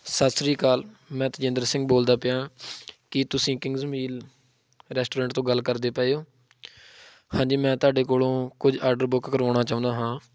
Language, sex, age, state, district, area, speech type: Punjabi, male, 30-45, Punjab, Tarn Taran, rural, spontaneous